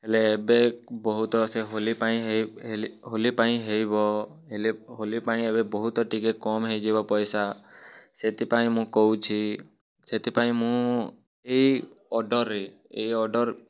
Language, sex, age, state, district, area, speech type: Odia, male, 18-30, Odisha, Kalahandi, rural, spontaneous